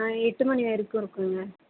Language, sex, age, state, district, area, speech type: Tamil, female, 18-30, Tamil Nadu, Tirupattur, urban, conversation